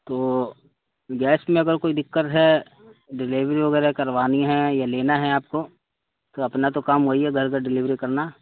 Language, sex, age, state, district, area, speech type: Urdu, male, 18-30, Bihar, Saharsa, rural, conversation